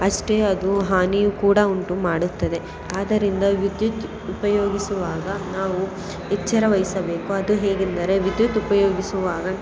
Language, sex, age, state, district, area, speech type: Kannada, female, 18-30, Karnataka, Mysore, urban, spontaneous